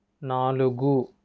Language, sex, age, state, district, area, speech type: Telugu, male, 18-30, Andhra Pradesh, Kakinada, rural, read